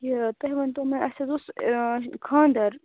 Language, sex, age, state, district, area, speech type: Kashmiri, female, 18-30, Jammu and Kashmir, Budgam, rural, conversation